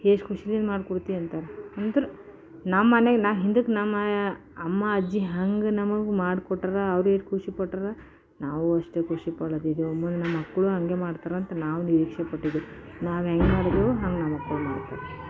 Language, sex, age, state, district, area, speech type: Kannada, female, 45-60, Karnataka, Bidar, urban, spontaneous